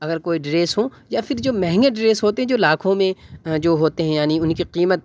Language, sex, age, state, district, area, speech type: Urdu, male, 18-30, Delhi, North West Delhi, urban, spontaneous